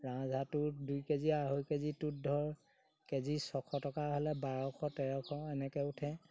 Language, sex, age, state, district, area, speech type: Assamese, male, 60+, Assam, Golaghat, rural, spontaneous